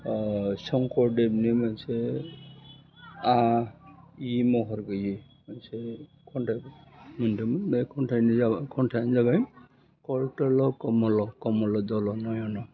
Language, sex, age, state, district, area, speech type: Bodo, male, 60+, Assam, Udalguri, urban, spontaneous